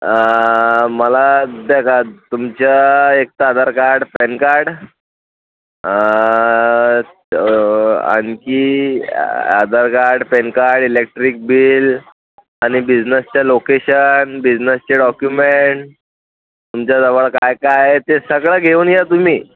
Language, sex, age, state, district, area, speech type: Marathi, male, 18-30, Maharashtra, Akola, rural, conversation